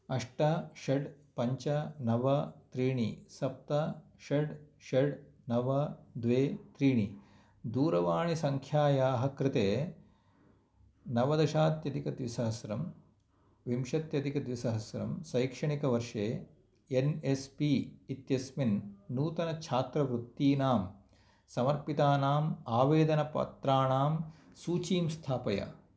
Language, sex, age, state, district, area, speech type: Sanskrit, male, 45-60, Andhra Pradesh, Kurnool, rural, read